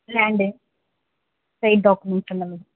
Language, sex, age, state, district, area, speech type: Tamil, female, 18-30, Tamil Nadu, Chennai, urban, conversation